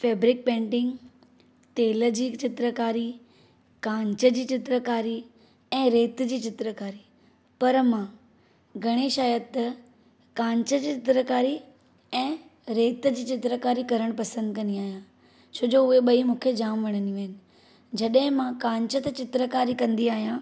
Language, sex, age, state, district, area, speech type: Sindhi, female, 30-45, Maharashtra, Thane, urban, spontaneous